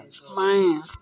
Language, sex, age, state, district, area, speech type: Hindi, female, 60+, Bihar, Madhepura, rural, read